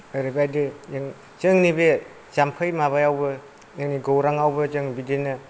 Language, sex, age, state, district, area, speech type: Bodo, male, 45-60, Assam, Kokrajhar, rural, spontaneous